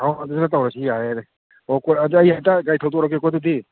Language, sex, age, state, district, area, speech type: Manipuri, male, 60+, Manipur, Thoubal, rural, conversation